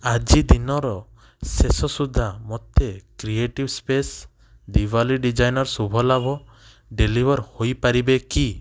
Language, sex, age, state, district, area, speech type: Odia, male, 18-30, Odisha, Cuttack, urban, read